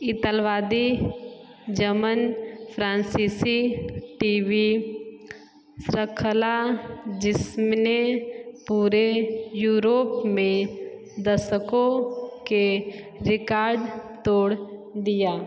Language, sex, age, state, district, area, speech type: Hindi, female, 18-30, Uttar Pradesh, Sonbhadra, rural, read